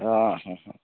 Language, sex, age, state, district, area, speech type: Goan Konkani, male, 45-60, Goa, Canacona, rural, conversation